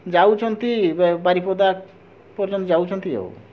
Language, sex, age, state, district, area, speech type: Odia, male, 60+, Odisha, Mayurbhanj, rural, spontaneous